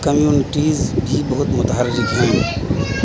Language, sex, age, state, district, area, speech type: Urdu, male, 30-45, Bihar, Madhubani, rural, spontaneous